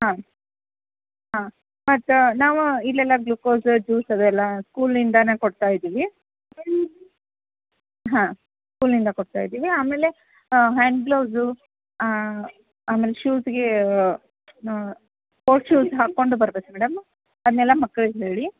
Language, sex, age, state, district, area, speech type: Kannada, female, 30-45, Karnataka, Dharwad, rural, conversation